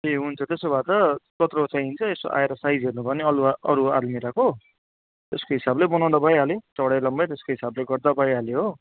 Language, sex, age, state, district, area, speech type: Nepali, male, 30-45, West Bengal, Darjeeling, rural, conversation